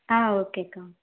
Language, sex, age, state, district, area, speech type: Tamil, female, 30-45, Tamil Nadu, Madurai, urban, conversation